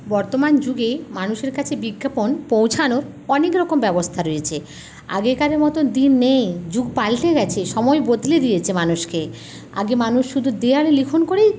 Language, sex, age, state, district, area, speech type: Bengali, female, 30-45, West Bengal, Paschim Medinipur, rural, spontaneous